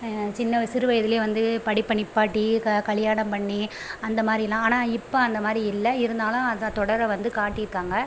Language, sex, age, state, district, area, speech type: Tamil, female, 30-45, Tamil Nadu, Pudukkottai, rural, spontaneous